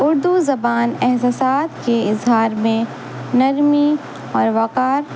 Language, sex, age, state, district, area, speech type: Urdu, female, 30-45, Bihar, Gaya, urban, spontaneous